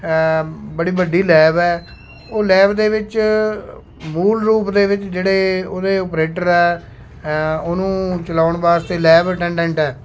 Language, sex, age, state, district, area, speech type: Punjabi, male, 45-60, Punjab, Shaheed Bhagat Singh Nagar, rural, spontaneous